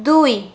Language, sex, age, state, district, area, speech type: Bengali, female, 30-45, West Bengal, Purulia, rural, read